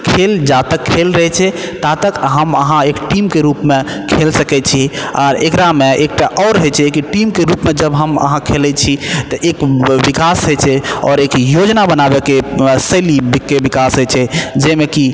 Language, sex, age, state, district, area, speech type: Maithili, male, 18-30, Bihar, Purnia, urban, spontaneous